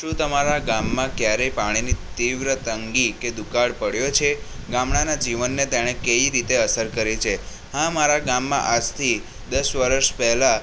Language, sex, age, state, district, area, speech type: Gujarati, male, 18-30, Gujarat, Kheda, rural, spontaneous